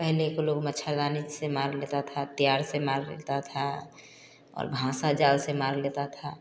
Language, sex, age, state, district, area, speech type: Hindi, female, 45-60, Bihar, Samastipur, rural, spontaneous